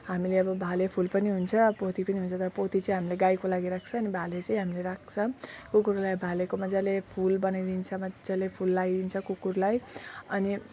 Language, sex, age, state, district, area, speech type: Nepali, female, 30-45, West Bengal, Alipurduar, urban, spontaneous